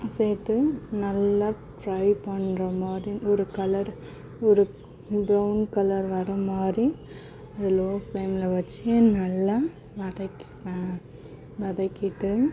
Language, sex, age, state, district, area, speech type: Tamil, female, 60+, Tamil Nadu, Cuddalore, urban, spontaneous